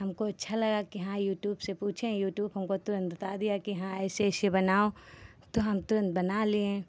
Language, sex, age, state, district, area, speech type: Hindi, female, 30-45, Uttar Pradesh, Hardoi, rural, spontaneous